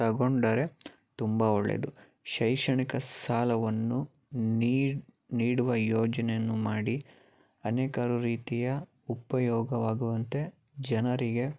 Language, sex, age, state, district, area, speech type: Kannada, male, 30-45, Karnataka, Chitradurga, urban, spontaneous